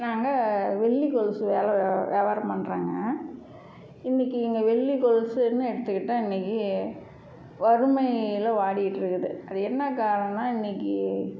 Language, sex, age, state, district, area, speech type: Tamil, female, 45-60, Tamil Nadu, Salem, rural, spontaneous